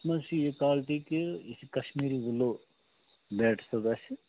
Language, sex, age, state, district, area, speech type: Kashmiri, male, 30-45, Jammu and Kashmir, Bandipora, rural, conversation